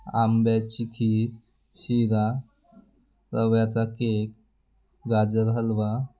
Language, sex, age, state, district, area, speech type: Marathi, male, 30-45, Maharashtra, Wardha, rural, spontaneous